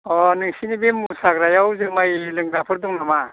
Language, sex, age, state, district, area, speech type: Bodo, male, 60+, Assam, Baksa, rural, conversation